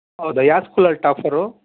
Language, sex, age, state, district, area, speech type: Kannada, male, 30-45, Karnataka, Bangalore Rural, rural, conversation